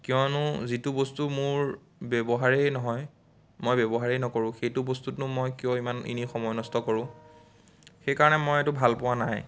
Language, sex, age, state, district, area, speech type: Assamese, male, 18-30, Assam, Biswanath, rural, spontaneous